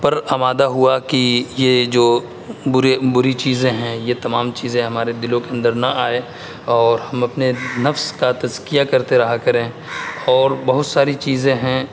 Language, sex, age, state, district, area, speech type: Urdu, male, 18-30, Uttar Pradesh, Saharanpur, urban, spontaneous